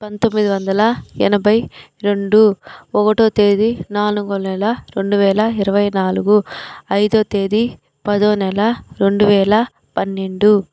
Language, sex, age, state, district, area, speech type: Telugu, female, 45-60, Andhra Pradesh, Chittoor, rural, spontaneous